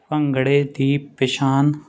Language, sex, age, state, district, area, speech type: Punjabi, male, 30-45, Punjab, Ludhiana, urban, spontaneous